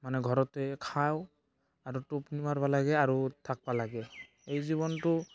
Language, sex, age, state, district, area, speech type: Assamese, male, 18-30, Assam, Barpeta, rural, spontaneous